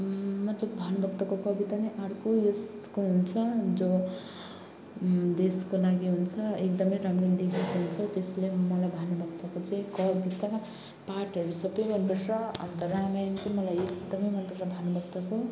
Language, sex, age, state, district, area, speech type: Nepali, female, 30-45, West Bengal, Alipurduar, urban, spontaneous